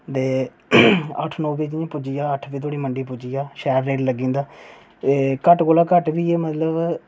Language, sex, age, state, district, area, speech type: Dogri, male, 18-30, Jammu and Kashmir, Reasi, rural, spontaneous